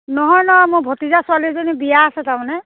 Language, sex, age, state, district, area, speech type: Assamese, female, 45-60, Assam, Dibrugarh, urban, conversation